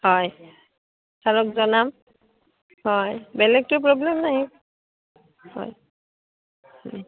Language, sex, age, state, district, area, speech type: Assamese, female, 45-60, Assam, Barpeta, urban, conversation